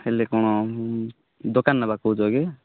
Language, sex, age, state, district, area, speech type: Odia, male, 18-30, Odisha, Malkangiri, urban, conversation